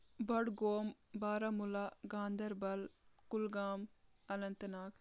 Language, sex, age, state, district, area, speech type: Kashmiri, female, 30-45, Jammu and Kashmir, Kulgam, rural, spontaneous